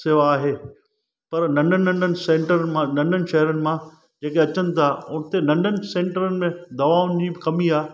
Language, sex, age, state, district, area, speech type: Sindhi, male, 45-60, Gujarat, Junagadh, rural, spontaneous